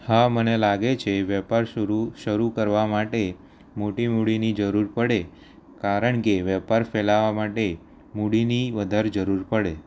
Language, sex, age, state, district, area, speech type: Gujarati, male, 18-30, Gujarat, Kheda, rural, spontaneous